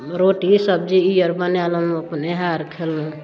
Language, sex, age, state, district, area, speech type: Maithili, female, 30-45, Bihar, Darbhanga, rural, spontaneous